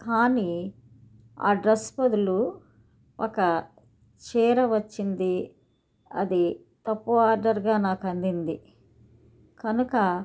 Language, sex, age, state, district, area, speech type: Telugu, female, 60+, Andhra Pradesh, Krishna, rural, spontaneous